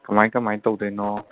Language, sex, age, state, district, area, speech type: Manipuri, male, 18-30, Manipur, Kangpokpi, urban, conversation